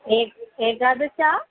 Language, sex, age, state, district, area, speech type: Sanskrit, female, 18-30, Kerala, Kozhikode, rural, conversation